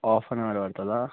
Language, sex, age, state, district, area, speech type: Telugu, male, 18-30, Telangana, Vikarabad, urban, conversation